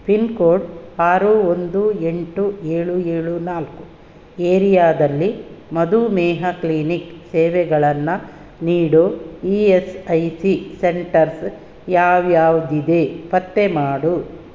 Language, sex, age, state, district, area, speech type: Kannada, female, 60+, Karnataka, Udupi, rural, read